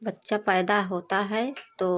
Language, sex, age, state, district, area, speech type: Hindi, female, 30-45, Uttar Pradesh, Prayagraj, rural, spontaneous